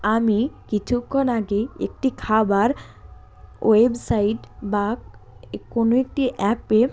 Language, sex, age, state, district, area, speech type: Bengali, female, 45-60, West Bengal, Purba Medinipur, rural, spontaneous